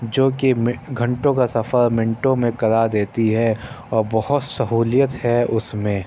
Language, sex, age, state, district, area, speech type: Urdu, male, 30-45, Delhi, Central Delhi, urban, spontaneous